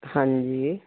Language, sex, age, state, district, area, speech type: Punjabi, female, 45-60, Punjab, Muktsar, urban, conversation